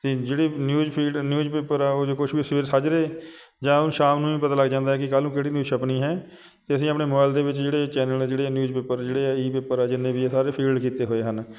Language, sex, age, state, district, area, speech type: Punjabi, male, 45-60, Punjab, Shaheed Bhagat Singh Nagar, urban, spontaneous